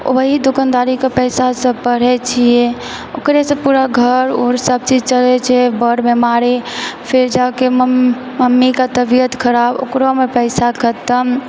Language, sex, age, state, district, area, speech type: Maithili, female, 18-30, Bihar, Purnia, rural, spontaneous